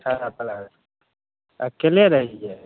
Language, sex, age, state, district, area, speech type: Maithili, male, 18-30, Bihar, Begusarai, rural, conversation